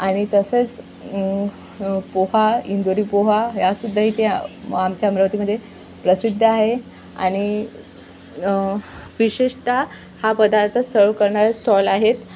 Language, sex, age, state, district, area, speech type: Marathi, female, 18-30, Maharashtra, Amravati, rural, spontaneous